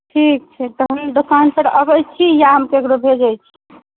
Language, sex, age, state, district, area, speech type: Maithili, female, 30-45, Bihar, Darbhanga, urban, conversation